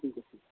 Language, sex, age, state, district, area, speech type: Assamese, male, 60+, Assam, Udalguri, rural, conversation